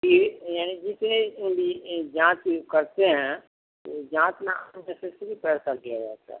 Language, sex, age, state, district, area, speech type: Urdu, male, 60+, Bihar, Madhubani, rural, conversation